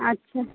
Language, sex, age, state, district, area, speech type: Maithili, female, 18-30, Bihar, Saharsa, rural, conversation